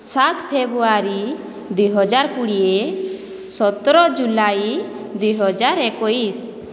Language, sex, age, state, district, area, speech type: Odia, female, 30-45, Odisha, Boudh, rural, spontaneous